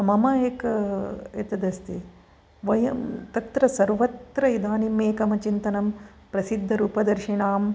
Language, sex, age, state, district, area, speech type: Sanskrit, female, 45-60, Karnataka, Dakshina Kannada, urban, spontaneous